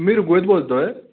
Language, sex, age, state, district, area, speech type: Marathi, male, 18-30, Maharashtra, Sangli, rural, conversation